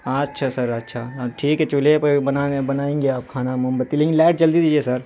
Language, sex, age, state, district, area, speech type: Urdu, male, 18-30, Bihar, Saharsa, rural, spontaneous